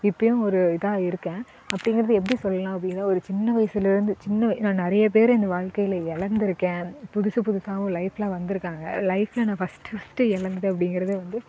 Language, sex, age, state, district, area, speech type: Tamil, female, 18-30, Tamil Nadu, Namakkal, rural, spontaneous